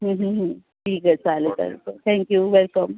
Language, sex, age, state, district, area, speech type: Marathi, female, 18-30, Maharashtra, Thane, urban, conversation